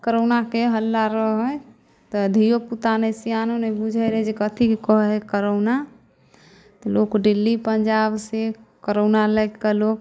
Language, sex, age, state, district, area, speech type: Maithili, female, 18-30, Bihar, Samastipur, rural, spontaneous